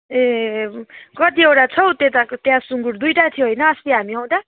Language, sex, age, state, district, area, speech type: Nepali, female, 18-30, West Bengal, Kalimpong, rural, conversation